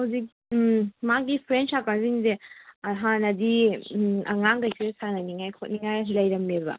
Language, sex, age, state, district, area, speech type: Manipuri, female, 18-30, Manipur, Senapati, urban, conversation